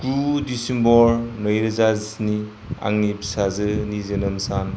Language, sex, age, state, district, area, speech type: Bodo, male, 30-45, Assam, Kokrajhar, rural, spontaneous